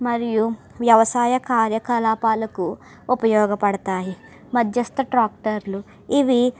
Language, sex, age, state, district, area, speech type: Telugu, female, 45-60, Andhra Pradesh, East Godavari, rural, spontaneous